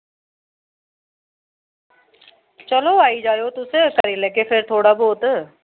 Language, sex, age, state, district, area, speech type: Dogri, female, 30-45, Jammu and Kashmir, Samba, rural, conversation